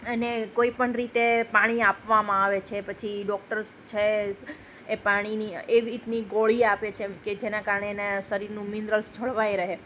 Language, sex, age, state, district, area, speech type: Gujarati, female, 30-45, Gujarat, Junagadh, urban, spontaneous